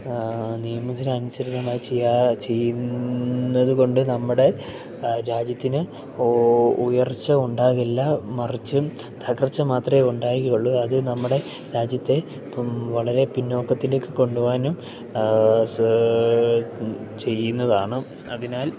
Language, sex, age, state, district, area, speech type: Malayalam, male, 18-30, Kerala, Idukki, rural, spontaneous